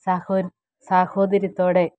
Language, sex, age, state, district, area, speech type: Malayalam, female, 45-60, Kerala, Pathanamthitta, rural, spontaneous